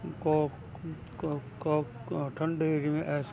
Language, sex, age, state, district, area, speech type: Punjabi, male, 60+, Punjab, Muktsar, urban, spontaneous